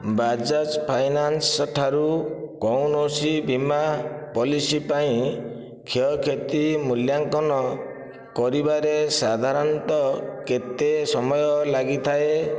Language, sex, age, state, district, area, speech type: Odia, male, 60+, Odisha, Nayagarh, rural, read